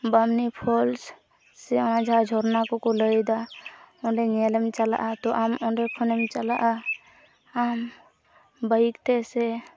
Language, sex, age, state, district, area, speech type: Santali, female, 18-30, West Bengal, Purulia, rural, spontaneous